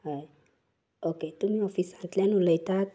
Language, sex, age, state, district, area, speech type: Goan Konkani, female, 18-30, Goa, Salcete, urban, spontaneous